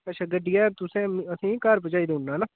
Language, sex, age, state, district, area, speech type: Dogri, male, 18-30, Jammu and Kashmir, Udhampur, rural, conversation